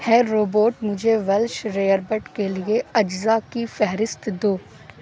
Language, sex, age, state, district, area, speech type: Urdu, female, 18-30, Uttar Pradesh, Aligarh, urban, read